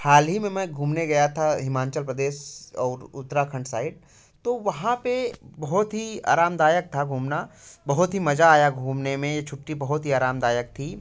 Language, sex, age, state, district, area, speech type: Hindi, male, 18-30, Uttar Pradesh, Prayagraj, urban, spontaneous